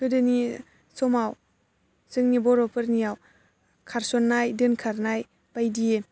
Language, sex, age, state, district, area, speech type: Bodo, female, 18-30, Assam, Baksa, rural, spontaneous